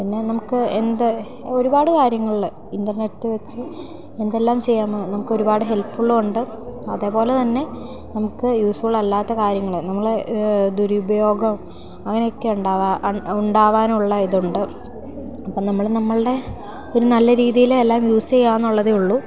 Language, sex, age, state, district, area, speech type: Malayalam, female, 18-30, Kerala, Idukki, rural, spontaneous